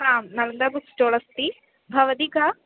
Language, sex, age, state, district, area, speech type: Sanskrit, female, 18-30, Kerala, Thrissur, rural, conversation